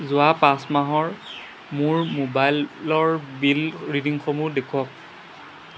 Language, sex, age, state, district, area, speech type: Assamese, male, 30-45, Assam, Jorhat, urban, read